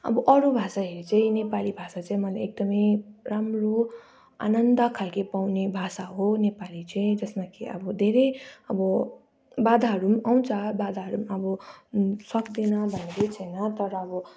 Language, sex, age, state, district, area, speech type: Nepali, female, 30-45, West Bengal, Darjeeling, rural, spontaneous